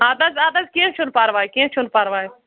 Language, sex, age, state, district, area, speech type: Kashmiri, female, 45-60, Jammu and Kashmir, Ganderbal, rural, conversation